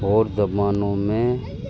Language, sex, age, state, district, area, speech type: Urdu, male, 18-30, Uttar Pradesh, Muzaffarnagar, urban, spontaneous